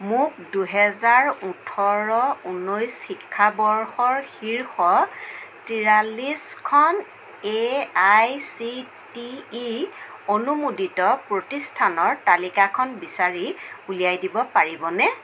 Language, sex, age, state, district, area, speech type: Assamese, female, 45-60, Assam, Nagaon, rural, read